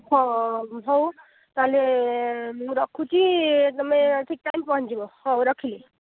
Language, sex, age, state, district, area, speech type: Odia, female, 30-45, Odisha, Nayagarh, rural, conversation